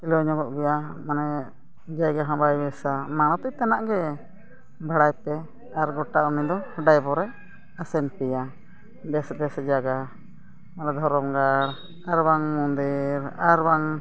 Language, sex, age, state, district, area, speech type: Santali, female, 60+, Odisha, Mayurbhanj, rural, spontaneous